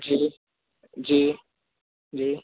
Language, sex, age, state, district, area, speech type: Hindi, male, 18-30, Madhya Pradesh, Harda, urban, conversation